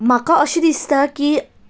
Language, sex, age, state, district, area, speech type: Goan Konkani, female, 18-30, Goa, Salcete, urban, spontaneous